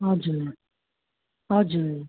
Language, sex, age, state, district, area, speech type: Nepali, female, 30-45, West Bengal, Darjeeling, rural, conversation